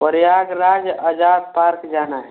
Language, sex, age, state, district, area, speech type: Hindi, male, 18-30, Uttar Pradesh, Ghazipur, rural, conversation